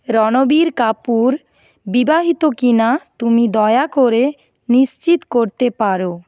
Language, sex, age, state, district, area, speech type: Bengali, female, 45-60, West Bengal, Nadia, rural, read